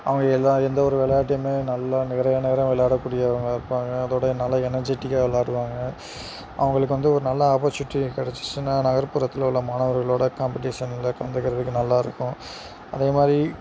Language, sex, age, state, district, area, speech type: Tamil, male, 30-45, Tamil Nadu, Sivaganga, rural, spontaneous